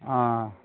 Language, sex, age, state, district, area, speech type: Tamil, male, 60+, Tamil Nadu, Kallakurichi, rural, conversation